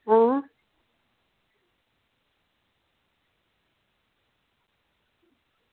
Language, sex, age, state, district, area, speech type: Dogri, female, 45-60, Jammu and Kashmir, Samba, rural, conversation